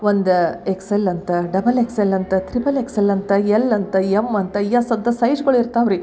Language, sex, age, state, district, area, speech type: Kannada, female, 45-60, Karnataka, Dharwad, rural, spontaneous